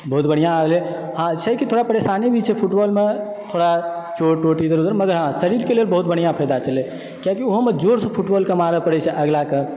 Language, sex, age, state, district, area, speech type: Maithili, male, 30-45, Bihar, Supaul, rural, spontaneous